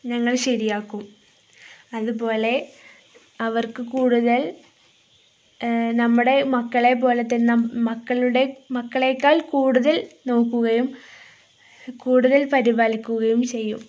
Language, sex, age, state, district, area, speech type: Malayalam, female, 30-45, Kerala, Kozhikode, rural, spontaneous